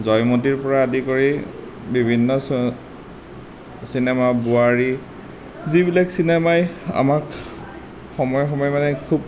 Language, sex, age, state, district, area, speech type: Assamese, male, 30-45, Assam, Nalbari, rural, spontaneous